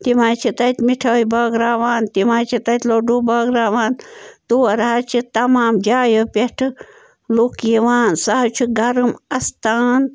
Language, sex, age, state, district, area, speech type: Kashmiri, female, 30-45, Jammu and Kashmir, Bandipora, rural, spontaneous